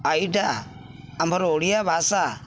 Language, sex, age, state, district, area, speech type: Odia, male, 45-60, Odisha, Balangir, urban, spontaneous